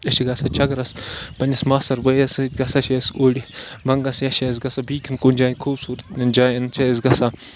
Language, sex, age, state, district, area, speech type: Kashmiri, other, 18-30, Jammu and Kashmir, Kupwara, rural, spontaneous